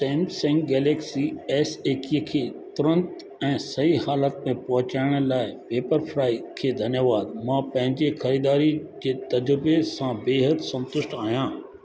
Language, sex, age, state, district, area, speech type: Sindhi, male, 60+, Rajasthan, Ajmer, rural, read